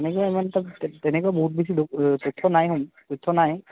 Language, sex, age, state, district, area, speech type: Assamese, male, 18-30, Assam, Goalpara, rural, conversation